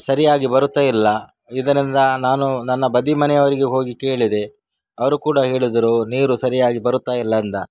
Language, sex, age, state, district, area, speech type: Kannada, male, 60+, Karnataka, Udupi, rural, spontaneous